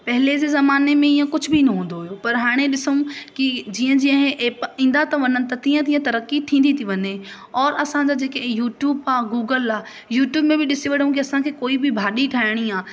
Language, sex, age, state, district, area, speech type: Sindhi, female, 18-30, Madhya Pradesh, Katni, rural, spontaneous